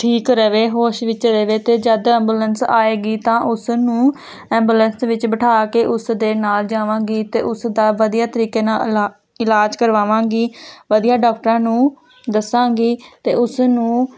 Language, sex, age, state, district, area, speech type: Punjabi, female, 18-30, Punjab, Hoshiarpur, rural, spontaneous